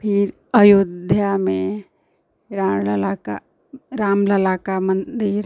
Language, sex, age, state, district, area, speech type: Hindi, female, 30-45, Uttar Pradesh, Ghazipur, urban, spontaneous